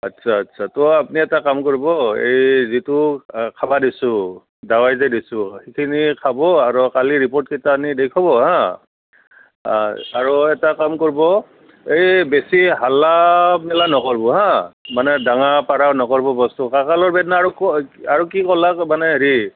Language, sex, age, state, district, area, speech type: Assamese, male, 60+, Assam, Barpeta, rural, conversation